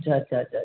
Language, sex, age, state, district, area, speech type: Maithili, male, 45-60, Bihar, Madhubani, rural, conversation